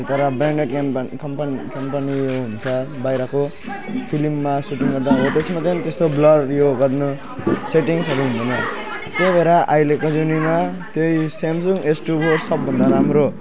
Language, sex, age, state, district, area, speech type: Nepali, male, 18-30, West Bengal, Alipurduar, urban, spontaneous